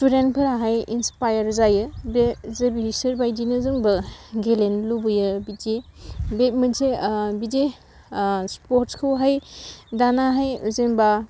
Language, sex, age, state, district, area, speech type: Bodo, female, 18-30, Assam, Udalguri, urban, spontaneous